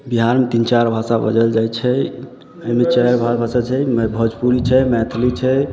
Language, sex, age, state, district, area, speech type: Maithili, male, 18-30, Bihar, Samastipur, urban, spontaneous